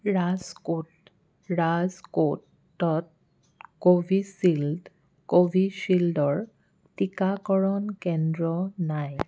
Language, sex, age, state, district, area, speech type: Assamese, female, 30-45, Assam, Jorhat, urban, read